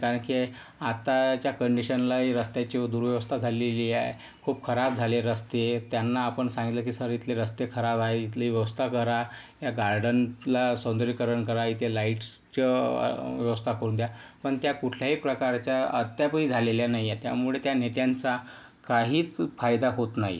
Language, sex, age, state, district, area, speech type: Marathi, male, 45-60, Maharashtra, Yavatmal, urban, spontaneous